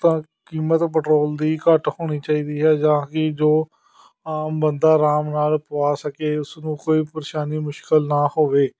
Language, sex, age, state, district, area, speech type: Punjabi, male, 30-45, Punjab, Amritsar, urban, spontaneous